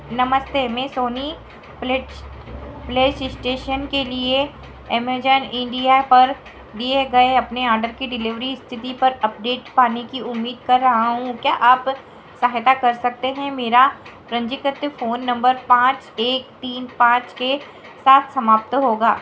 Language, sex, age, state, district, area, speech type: Hindi, female, 60+, Madhya Pradesh, Harda, urban, read